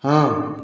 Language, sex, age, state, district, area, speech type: Odia, male, 60+, Odisha, Boudh, rural, read